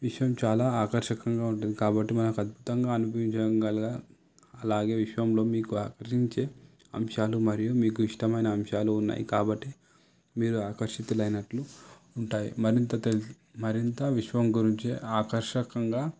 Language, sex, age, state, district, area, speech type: Telugu, male, 18-30, Telangana, Sangareddy, urban, spontaneous